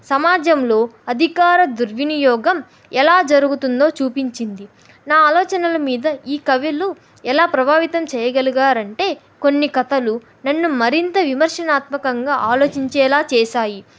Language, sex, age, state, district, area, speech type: Telugu, female, 18-30, Andhra Pradesh, Kadapa, rural, spontaneous